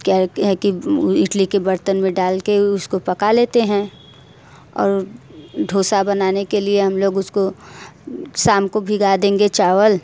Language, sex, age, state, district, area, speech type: Hindi, female, 30-45, Uttar Pradesh, Mirzapur, rural, spontaneous